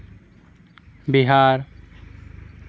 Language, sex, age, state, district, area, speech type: Santali, male, 18-30, West Bengal, Purba Bardhaman, rural, spontaneous